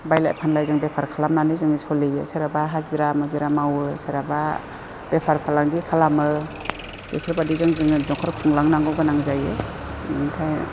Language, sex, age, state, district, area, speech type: Bodo, female, 60+, Assam, Chirang, rural, spontaneous